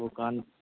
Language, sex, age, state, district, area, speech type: Urdu, male, 18-30, Delhi, Central Delhi, urban, conversation